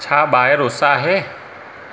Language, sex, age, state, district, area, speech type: Sindhi, male, 30-45, Gujarat, Surat, urban, read